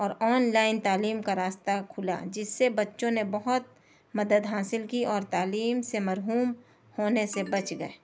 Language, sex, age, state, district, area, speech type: Urdu, female, 30-45, Delhi, South Delhi, urban, spontaneous